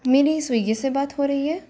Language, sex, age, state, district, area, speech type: Hindi, female, 45-60, Rajasthan, Jaipur, urban, spontaneous